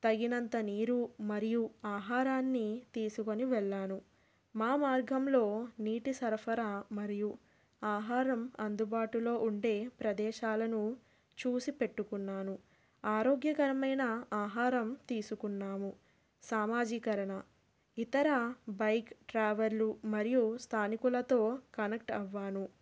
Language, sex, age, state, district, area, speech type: Telugu, female, 30-45, Andhra Pradesh, Krishna, urban, spontaneous